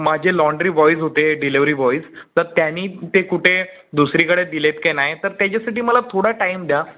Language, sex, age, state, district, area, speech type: Marathi, male, 30-45, Maharashtra, Raigad, rural, conversation